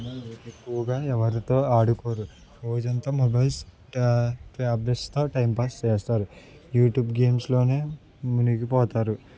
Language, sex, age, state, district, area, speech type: Telugu, male, 18-30, Andhra Pradesh, Anakapalli, rural, spontaneous